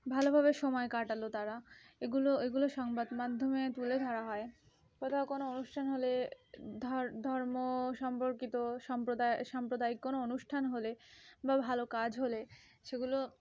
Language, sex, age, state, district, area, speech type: Bengali, female, 18-30, West Bengal, Cooch Behar, urban, spontaneous